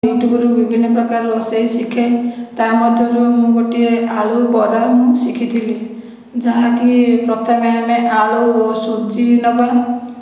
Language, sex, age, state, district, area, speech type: Odia, female, 60+, Odisha, Khordha, rural, spontaneous